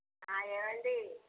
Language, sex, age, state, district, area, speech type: Telugu, female, 60+, Andhra Pradesh, Bapatla, urban, conversation